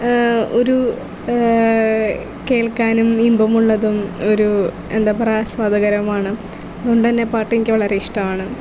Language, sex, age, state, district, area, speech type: Malayalam, female, 18-30, Kerala, Thrissur, rural, spontaneous